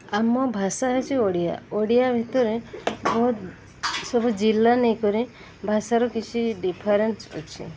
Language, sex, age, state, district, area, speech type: Odia, female, 45-60, Odisha, Sundergarh, urban, spontaneous